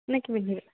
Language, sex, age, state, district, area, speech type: Assamese, female, 18-30, Assam, Golaghat, urban, conversation